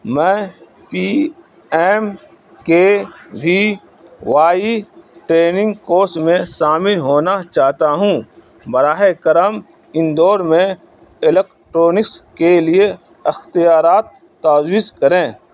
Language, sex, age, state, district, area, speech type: Urdu, male, 30-45, Bihar, Saharsa, rural, read